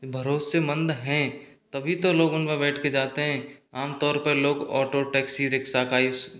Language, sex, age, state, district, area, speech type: Hindi, male, 45-60, Rajasthan, Karauli, rural, spontaneous